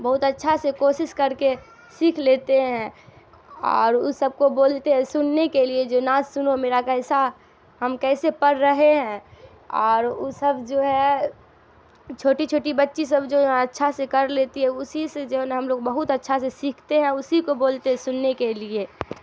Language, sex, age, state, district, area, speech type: Urdu, female, 18-30, Bihar, Darbhanga, rural, spontaneous